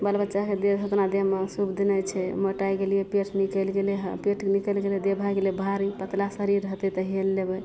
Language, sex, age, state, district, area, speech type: Maithili, female, 18-30, Bihar, Madhepura, rural, spontaneous